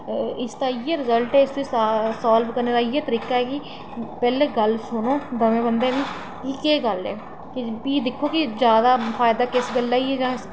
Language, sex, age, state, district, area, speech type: Dogri, female, 30-45, Jammu and Kashmir, Reasi, rural, spontaneous